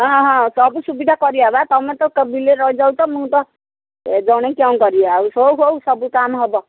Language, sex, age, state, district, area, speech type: Odia, female, 60+, Odisha, Gajapati, rural, conversation